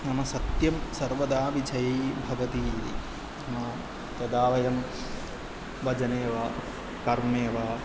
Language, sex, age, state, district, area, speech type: Sanskrit, male, 30-45, Kerala, Ernakulam, urban, spontaneous